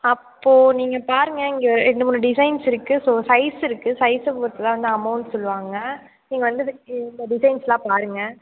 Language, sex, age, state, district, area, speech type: Tamil, female, 18-30, Tamil Nadu, Mayiladuthurai, rural, conversation